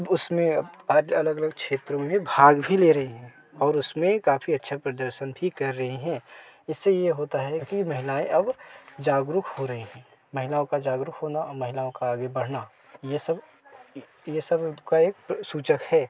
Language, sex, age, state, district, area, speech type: Hindi, male, 30-45, Uttar Pradesh, Jaunpur, rural, spontaneous